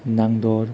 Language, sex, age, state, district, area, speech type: Bodo, male, 30-45, Assam, Kokrajhar, rural, spontaneous